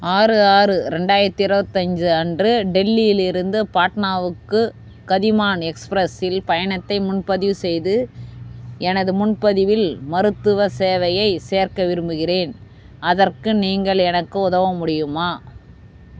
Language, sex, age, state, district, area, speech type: Tamil, female, 30-45, Tamil Nadu, Vellore, urban, read